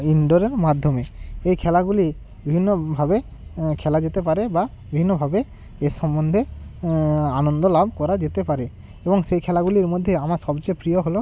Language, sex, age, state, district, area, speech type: Bengali, male, 30-45, West Bengal, Hooghly, rural, spontaneous